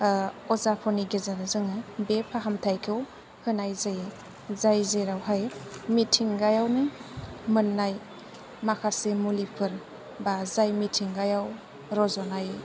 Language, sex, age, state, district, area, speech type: Bodo, female, 18-30, Assam, Chirang, rural, spontaneous